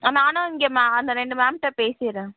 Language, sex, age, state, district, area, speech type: Tamil, female, 18-30, Tamil Nadu, Cuddalore, rural, conversation